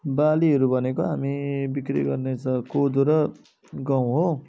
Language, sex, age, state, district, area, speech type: Nepali, male, 30-45, West Bengal, Darjeeling, rural, spontaneous